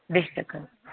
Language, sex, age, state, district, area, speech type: Kashmiri, female, 45-60, Jammu and Kashmir, Bandipora, rural, conversation